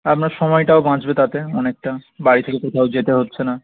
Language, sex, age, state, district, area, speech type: Bengali, male, 18-30, West Bengal, North 24 Parganas, urban, conversation